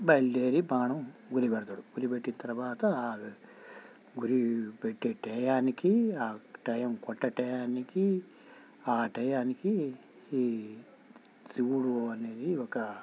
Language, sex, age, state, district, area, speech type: Telugu, male, 45-60, Telangana, Hyderabad, rural, spontaneous